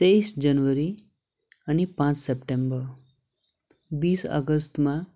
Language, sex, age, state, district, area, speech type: Nepali, male, 30-45, West Bengal, Darjeeling, rural, spontaneous